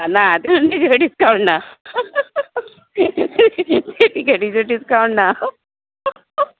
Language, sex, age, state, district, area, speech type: Goan Konkani, female, 30-45, Goa, Tiswadi, rural, conversation